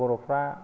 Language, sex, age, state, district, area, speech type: Bodo, male, 30-45, Assam, Kokrajhar, rural, spontaneous